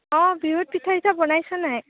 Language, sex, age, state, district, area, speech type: Assamese, female, 30-45, Assam, Nagaon, rural, conversation